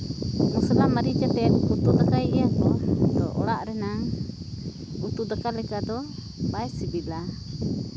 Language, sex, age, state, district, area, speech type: Santali, female, 30-45, Jharkhand, Seraikela Kharsawan, rural, spontaneous